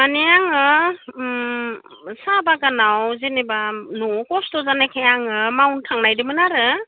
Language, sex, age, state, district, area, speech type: Bodo, female, 30-45, Assam, Udalguri, rural, conversation